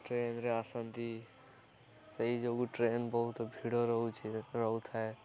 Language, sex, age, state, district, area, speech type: Odia, male, 18-30, Odisha, Koraput, urban, spontaneous